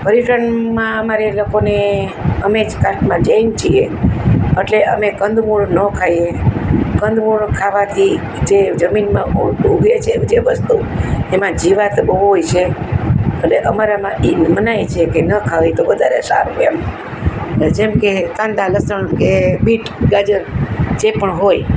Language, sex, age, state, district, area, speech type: Gujarati, male, 60+, Gujarat, Rajkot, urban, spontaneous